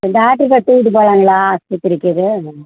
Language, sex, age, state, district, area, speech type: Tamil, female, 60+, Tamil Nadu, Virudhunagar, rural, conversation